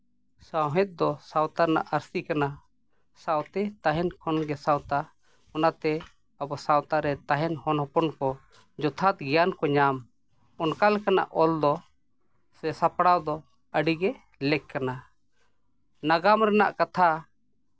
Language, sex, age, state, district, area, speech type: Santali, male, 45-60, Jharkhand, East Singhbhum, rural, spontaneous